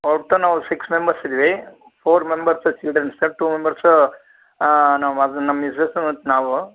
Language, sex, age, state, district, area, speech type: Kannada, male, 60+, Karnataka, Shimoga, urban, conversation